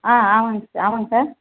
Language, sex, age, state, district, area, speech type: Tamil, male, 18-30, Tamil Nadu, Krishnagiri, rural, conversation